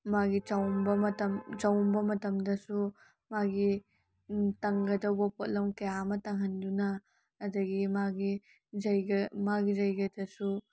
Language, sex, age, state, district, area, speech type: Manipuri, female, 18-30, Manipur, Senapati, rural, spontaneous